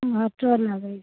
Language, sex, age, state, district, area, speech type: Maithili, female, 30-45, Bihar, Saharsa, rural, conversation